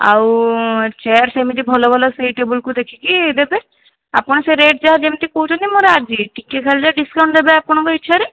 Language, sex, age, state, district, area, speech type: Odia, female, 30-45, Odisha, Jajpur, rural, conversation